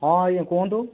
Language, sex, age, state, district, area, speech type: Odia, male, 18-30, Odisha, Boudh, rural, conversation